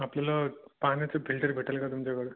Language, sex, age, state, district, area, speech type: Marathi, male, 18-30, Maharashtra, Jalna, urban, conversation